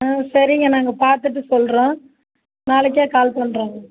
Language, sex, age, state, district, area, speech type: Tamil, female, 45-60, Tamil Nadu, Krishnagiri, rural, conversation